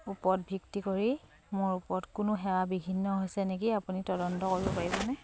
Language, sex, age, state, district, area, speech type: Assamese, female, 30-45, Assam, Sivasagar, rural, read